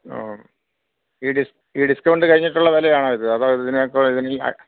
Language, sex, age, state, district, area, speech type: Malayalam, male, 45-60, Kerala, Kottayam, rural, conversation